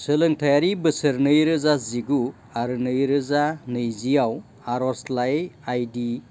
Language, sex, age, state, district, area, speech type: Bodo, male, 45-60, Assam, Baksa, rural, read